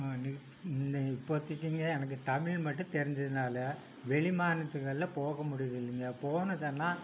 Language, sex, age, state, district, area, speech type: Tamil, male, 60+, Tamil Nadu, Coimbatore, urban, spontaneous